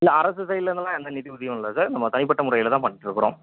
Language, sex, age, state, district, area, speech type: Tamil, male, 30-45, Tamil Nadu, Krishnagiri, rural, conversation